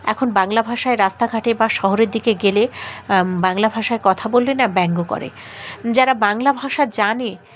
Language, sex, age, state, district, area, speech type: Bengali, female, 18-30, West Bengal, Dakshin Dinajpur, urban, spontaneous